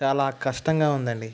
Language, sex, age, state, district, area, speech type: Telugu, male, 18-30, Andhra Pradesh, West Godavari, rural, spontaneous